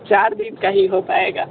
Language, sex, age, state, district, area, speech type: Hindi, male, 18-30, Uttar Pradesh, Sonbhadra, rural, conversation